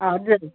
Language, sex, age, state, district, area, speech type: Nepali, male, 30-45, West Bengal, Kalimpong, rural, conversation